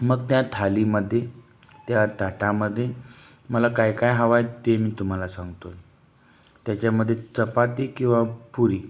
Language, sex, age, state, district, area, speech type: Marathi, male, 30-45, Maharashtra, Satara, rural, spontaneous